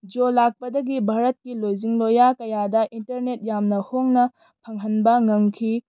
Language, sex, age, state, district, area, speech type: Manipuri, female, 18-30, Manipur, Tengnoupal, urban, spontaneous